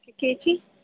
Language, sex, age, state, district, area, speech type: Urdu, female, 18-30, Uttar Pradesh, Gautam Buddha Nagar, urban, conversation